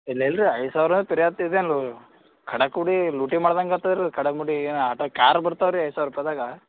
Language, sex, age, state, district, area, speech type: Kannada, male, 18-30, Karnataka, Gulbarga, urban, conversation